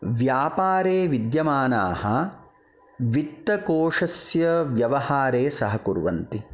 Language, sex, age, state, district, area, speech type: Sanskrit, male, 30-45, Karnataka, Bangalore Rural, urban, spontaneous